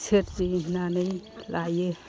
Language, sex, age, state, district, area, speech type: Bodo, female, 60+, Assam, Chirang, rural, spontaneous